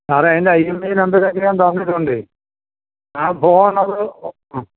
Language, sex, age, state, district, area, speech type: Malayalam, male, 45-60, Kerala, Alappuzha, urban, conversation